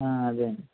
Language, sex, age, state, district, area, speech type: Telugu, male, 60+, Andhra Pradesh, East Godavari, rural, conversation